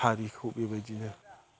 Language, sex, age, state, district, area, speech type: Bodo, male, 45-60, Assam, Chirang, rural, spontaneous